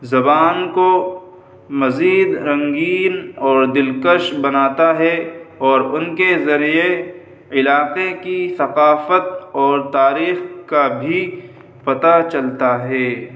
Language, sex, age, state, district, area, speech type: Urdu, male, 30-45, Uttar Pradesh, Muzaffarnagar, urban, spontaneous